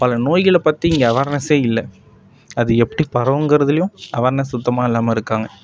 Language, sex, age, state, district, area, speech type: Tamil, male, 18-30, Tamil Nadu, Nagapattinam, rural, spontaneous